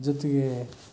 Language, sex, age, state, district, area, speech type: Kannada, male, 60+, Karnataka, Chitradurga, rural, spontaneous